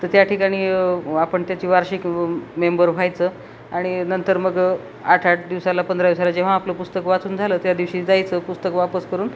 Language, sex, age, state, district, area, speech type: Marathi, female, 45-60, Maharashtra, Nanded, rural, spontaneous